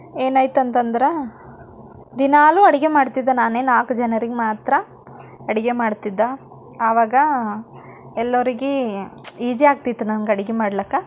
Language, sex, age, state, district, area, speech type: Kannada, female, 18-30, Karnataka, Bidar, urban, spontaneous